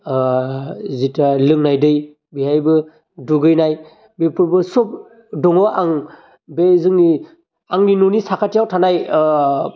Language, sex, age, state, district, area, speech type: Bodo, male, 30-45, Assam, Baksa, urban, spontaneous